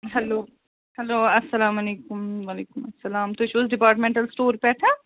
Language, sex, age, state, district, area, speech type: Kashmiri, female, 60+, Jammu and Kashmir, Srinagar, urban, conversation